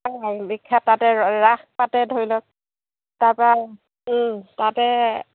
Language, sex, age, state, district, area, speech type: Assamese, female, 60+, Assam, Dhemaji, rural, conversation